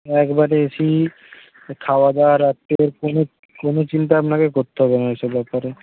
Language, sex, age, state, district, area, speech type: Bengali, male, 60+, West Bengal, Purba Medinipur, rural, conversation